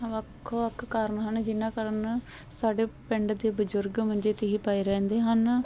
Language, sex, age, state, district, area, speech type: Punjabi, female, 18-30, Punjab, Barnala, rural, spontaneous